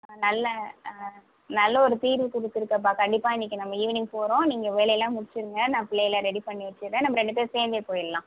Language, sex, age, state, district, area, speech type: Tamil, female, 45-60, Tamil Nadu, Pudukkottai, urban, conversation